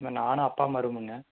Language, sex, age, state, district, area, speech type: Tamil, male, 18-30, Tamil Nadu, Erode, rural, conversation